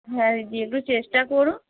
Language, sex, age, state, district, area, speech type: Bengali, female, 45-60, West Bengal, Hooghly, rural, conversation